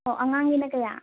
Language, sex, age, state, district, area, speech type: Manipuri, female, 18-30, Manipur, Imphal West, rural, conversation